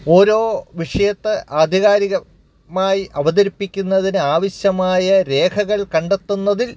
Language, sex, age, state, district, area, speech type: Malayalam, male, 45-60, Kerala, Alappuzha, urban, spontaneous